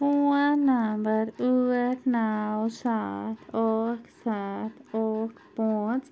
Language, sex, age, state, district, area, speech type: Kashmiri, female, 30-45, Jammu and Kashmir, Anantnag, urban, read